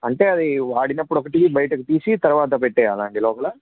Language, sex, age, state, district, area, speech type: Telugu, male, 18-30, Andhra Pradesh, Sri Satya Sai, urban, conversation